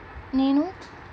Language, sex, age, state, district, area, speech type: Telugu, female, 18-30, Andhra Pradesh, Eluru, rural, spontaneous